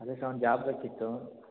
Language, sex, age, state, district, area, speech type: Kannada, male, 30-45, Karnataka, Hassan, urban, conversation